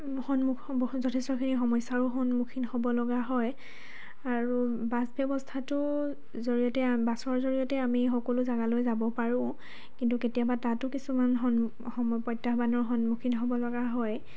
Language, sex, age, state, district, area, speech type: Assamese, female, 18-30, Assam, Dhemaji, rural, spontaneous